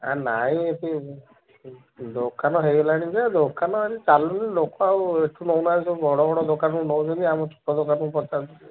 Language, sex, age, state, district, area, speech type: Odia, male, 45-60, Odisha, Sambalpur, rural, conversation